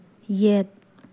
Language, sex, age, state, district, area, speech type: Manipuri, female, 18-30, Manipur, Tengnoupal, urban, read